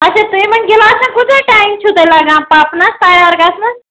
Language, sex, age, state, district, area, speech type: Kashmiri, female, 18-30, Jammu and Kashmir, Ganderbal, rural, conversation